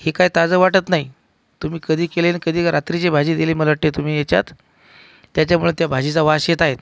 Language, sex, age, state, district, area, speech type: Marathi, male, 45-60, Maharashtra, Akola, urban, spontaneous